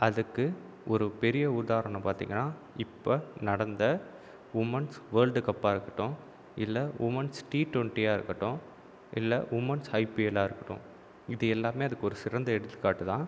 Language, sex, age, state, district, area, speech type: Tamil, male, 30-45, Tamil Nadu, Viluppuram, urban, spontaneous